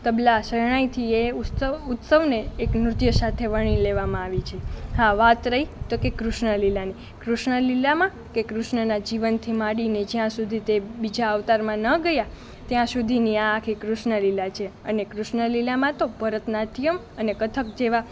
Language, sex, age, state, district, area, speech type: Gujarati, female, 18-30, Gujarat, Rajkot, rural, spontaneous